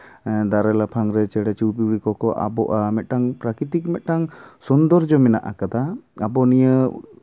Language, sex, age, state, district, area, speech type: Santali, male, 18-30, West Bengal, Bankura, rural, spontaneous